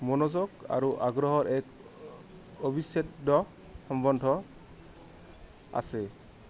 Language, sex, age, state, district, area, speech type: Assamese, male, 18-30, Assam, Goalpara, urban, spontaneous